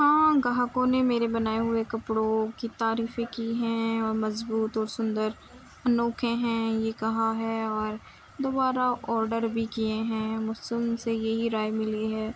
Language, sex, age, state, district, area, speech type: Urdu, female, 18-30, Uttar Pradesh, Muzaffarnagar, rural, spontaneous